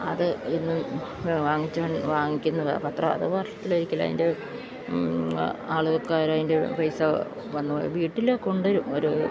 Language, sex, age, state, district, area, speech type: Malayalam, female, 60+, Kerala, Idukki, rural, spontaneous